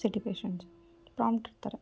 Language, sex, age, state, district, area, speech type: Kannada, female, 18-30, Karnataka, Koppal, urban, spontaneous